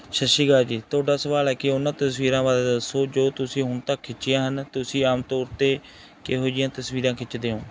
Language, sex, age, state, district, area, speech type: Punjabi, male, 18-30, Punjab, Mansa, urban, spontaneous